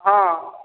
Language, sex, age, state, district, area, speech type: Maithili, male, 45-60, Bihar, Supaul, rural, conversation